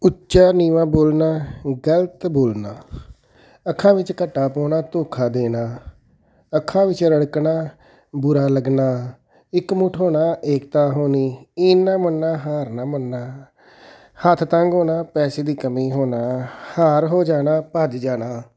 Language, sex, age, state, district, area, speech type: Punjabi, male, 45-60, Punjab, Tarn Taran, urban, spontaneous